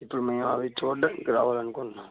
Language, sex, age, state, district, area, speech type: Telugu, male, 30-45, Andhra Pradesh, Vizianagaram, rural, conversation